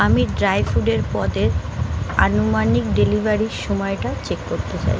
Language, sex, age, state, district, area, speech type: Bengali, female, 30-45, West Bengal, Uttar Dinajpur, urban, read